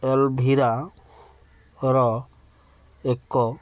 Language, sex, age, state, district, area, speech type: Odia, male, 30-45, Odisha, Kendrapara, urban, read